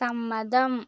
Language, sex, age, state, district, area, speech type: Malayalam, other, 30-45, Kerala, Kozhikode, urban, read